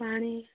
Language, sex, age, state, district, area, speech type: Odia, female, 18-30, Odisha, Nabarangpur, urban, conversation